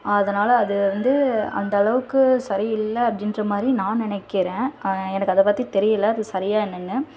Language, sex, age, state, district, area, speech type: Tamil, female, 18-30, Tamil Nadu, Tirunelveli, rural, spontaneous